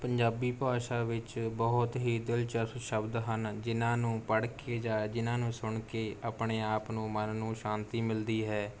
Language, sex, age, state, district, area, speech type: Punjabi, male, 18-30, Punjab, Rupnagar, urban, spontaneous